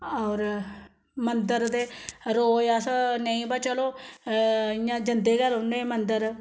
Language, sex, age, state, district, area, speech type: Dogri, female, 30-45, Jammu and Kashmir, Samba, rural, spontaneous